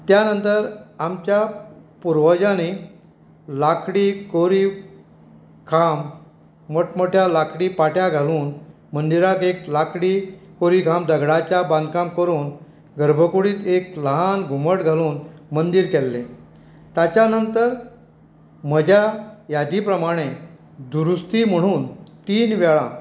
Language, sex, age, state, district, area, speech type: Goan Konkani, female, 60+, Goa, Canacona, rural, spontaneous